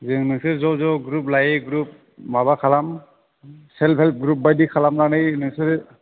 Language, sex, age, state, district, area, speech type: Bodo, male, 30-45, Assam, Kokrajhar, rural, conversation